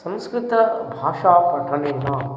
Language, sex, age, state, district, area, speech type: Sanskrit, male, 30-45, Telangana, Ranga Reddy, urban, spontaneous